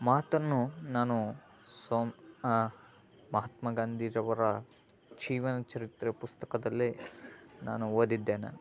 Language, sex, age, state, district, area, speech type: Kannada, male, 18-30, Karnataka, Chitradurga, rural, spontaneous